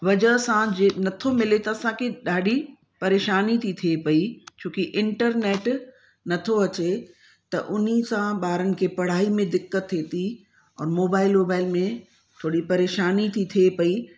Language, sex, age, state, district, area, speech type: Sindhi, female, 45-60, Uttar Pradesh, Lucknow, urban, spontaneous